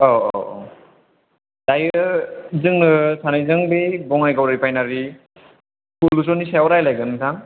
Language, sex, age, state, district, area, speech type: Bodo, male, 18-30, Assam, Chirang, rural, conversation